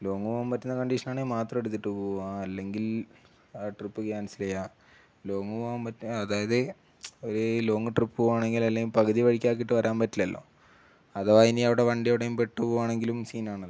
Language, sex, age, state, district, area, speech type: Malayalam, male, 18-30, Kerala, Wayanad, rural, spontaneous